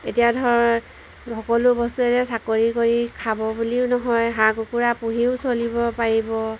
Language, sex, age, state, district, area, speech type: Assamese, female, 45-60, Assam, Golaghat, rural, spontaneous